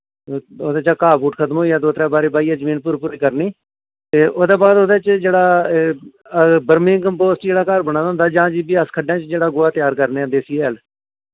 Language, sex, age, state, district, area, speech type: Dogri, male, 45-60, Jammu and Kashmir, Jammu, rural, conversation